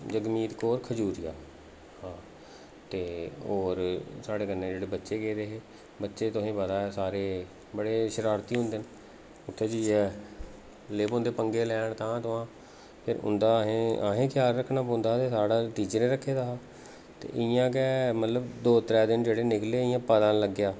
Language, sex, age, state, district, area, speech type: Dogri, male, 30-45, Jammu and Kashmir, Jammu, rural, spontaneous